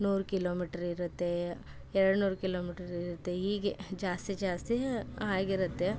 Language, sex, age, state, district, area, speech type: Kannada, female, 18-30, Karnataka, Koppal, rural, spontaneous